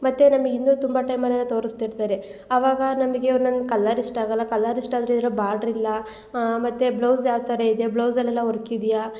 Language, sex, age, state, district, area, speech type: Kannada, female, 18-30, Karnataka, Hassan, rural, spontaneous